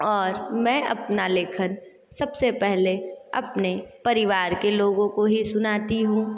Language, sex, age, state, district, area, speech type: Hindi, female, 30-45, Uttar Pradesh, Sonbhadra, rural, spontaneous